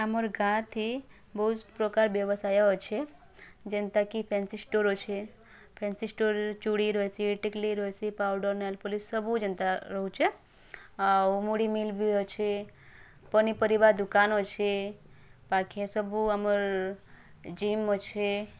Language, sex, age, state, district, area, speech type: Odia, female, 18-30, Odisha, Bargarh, rural, spontaneous